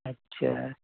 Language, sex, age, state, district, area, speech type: Urdu, male, 18-30, Delhi, East Delhi, urban, conversation